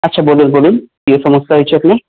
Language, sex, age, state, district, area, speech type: Bengali, male, 30-45, West Bengal, Paschim Bardhaman, urban, conversation